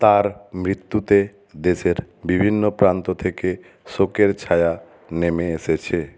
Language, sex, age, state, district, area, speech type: Bengali, male, 60+, West Bengal, Nadia, rural, read